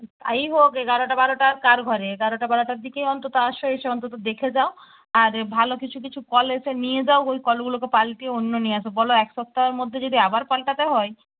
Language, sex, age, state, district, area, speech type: Bengali, female, 60+, West Bengal, Nadia, rural, conversation